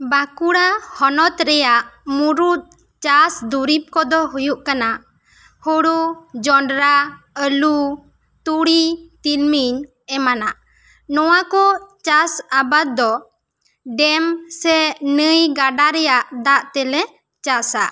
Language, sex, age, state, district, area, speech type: Santali, female, 18-30, West Bengal, Bankura, rural, spontaneous